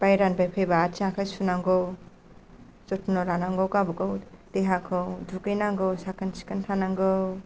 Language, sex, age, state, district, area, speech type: Bodo, female, 45-60, Assam, Kokrajhar, urban, spontaneous